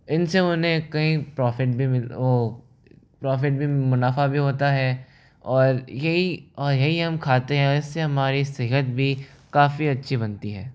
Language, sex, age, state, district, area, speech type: Hindi, male, 18-30, Rajasthan, Jaipur, urban, spontaneous